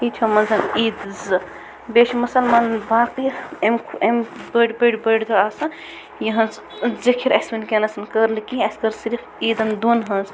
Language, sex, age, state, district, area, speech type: Kashmiri, female, 18-30, Jammu and Kashmir, Bandipora, rural, spontaneous